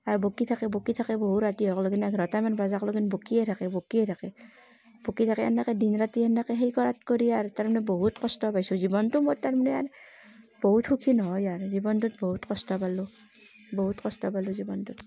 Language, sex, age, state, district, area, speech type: Assamese, female, 30-45, Assam, Barpeta, rural, spontaneous